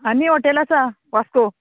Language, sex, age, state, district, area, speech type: Goan Konkani, female, 45-60, Goa, Murmgao, rural, conversation